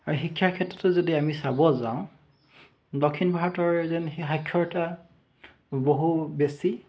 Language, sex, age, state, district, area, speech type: Assamese, male, 30-45, Assam, Dibrugarh, rural, spontaneous